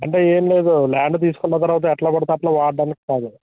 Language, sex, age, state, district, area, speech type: Telugu, male, 30-45, Andhra Pradesh, Alluri Sitarama Raju, rural, conversation